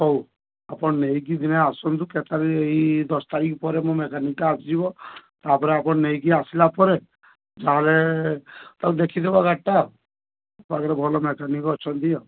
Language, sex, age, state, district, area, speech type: Odia, male, 30-45, Odisha, Balasore, rural, conversation